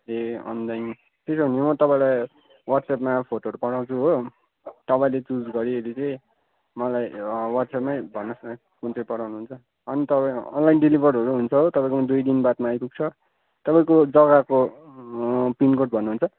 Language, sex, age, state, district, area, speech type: Nepali, male, 18-30, West Bengal, Kalimpong, rural, conversation